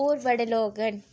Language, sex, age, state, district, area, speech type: Dogri, female, 18-30, Jammu and Kashmir, Udhampur, rural, spontaneous